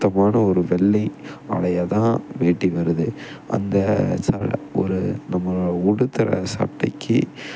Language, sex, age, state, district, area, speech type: Tamil, male, 18-30, Tamil Nadu, Tiruppur, rural, spontaneous